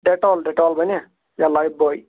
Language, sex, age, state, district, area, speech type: Kashmiri, male, 30-45, Jammu and Kashmir, Kulgam, rural, conversation